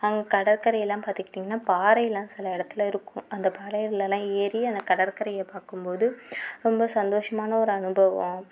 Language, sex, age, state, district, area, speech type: Tamil, female, 45-60, Tamil Nadu, Mayiladuthurai, rural, spontaneous